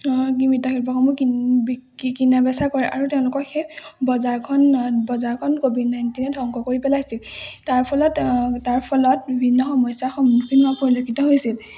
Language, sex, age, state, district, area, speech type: Assamese, female, 18-30, Assam, Majuli, urban, spontaneous